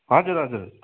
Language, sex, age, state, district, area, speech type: Nepali, male, 30-45, West Bengal, Kalimpong, rural, conversation